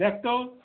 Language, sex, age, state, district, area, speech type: Bengali, male, 60+, West Bengal, Darjeeling, rural, conversation